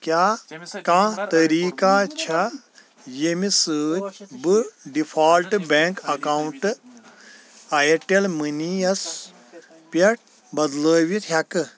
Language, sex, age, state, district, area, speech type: Kashmiri, male, 45-60, Jammu and Kashmir, Kulgam, rural, read